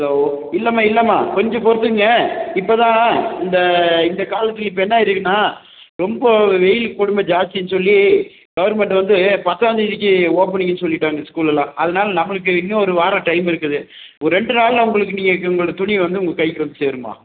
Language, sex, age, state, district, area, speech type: Tamil, male, 45-60, Tamil Nadu, Nilgiris, urban, conversation